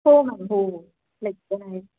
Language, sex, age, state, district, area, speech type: Marathi, female, 18-30, Maharashtra, Pune, urban, conversation